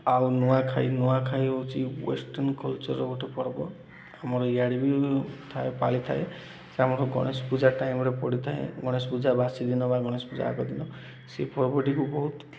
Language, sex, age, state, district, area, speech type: Odia, male, 18-30, Odisha, Koraput, urban, spontaneous